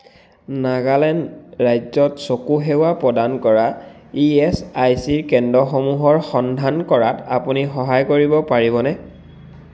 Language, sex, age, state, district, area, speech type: Assamese, male, 30-45, Assam, Dhemaji, rural, read